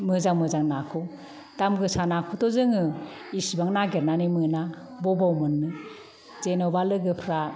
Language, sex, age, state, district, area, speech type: Bodo, female, 45-60, Assam, Kokrajhar, rural, spontaneous